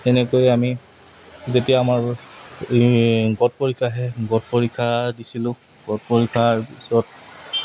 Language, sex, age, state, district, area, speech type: Assamese, male, 30-45, Assam, Goalpara, rural, spontaneous